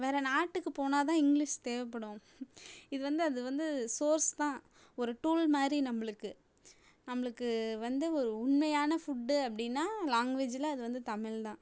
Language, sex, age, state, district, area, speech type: Tamil, female, 18-30, Tamil Nadu, Tiruchirappalli, rural, spontaneous